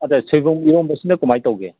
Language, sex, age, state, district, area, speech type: Manipuri, male, 45-60, Manipur, Kangpokpi, urban, conversation